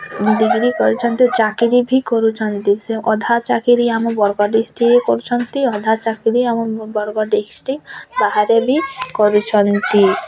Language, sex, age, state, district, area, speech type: Odia, female, 18-30, Odisha, Bargarh, rural, spontaneous